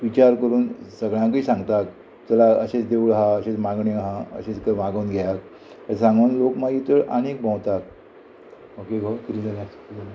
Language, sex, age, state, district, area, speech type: Goan Konkani, male, 60+, Goa, Murmgao, rural, spontaneous